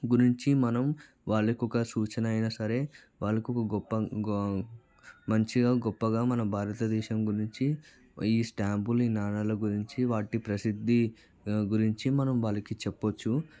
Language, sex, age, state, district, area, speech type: Telugu, male, 30-45, Telangana, Vikarabad, urban, spontaneous